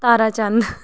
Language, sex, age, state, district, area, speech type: Dogri, female, 18-30, Jammu and Kashmir, Reasi, rural, spontaneous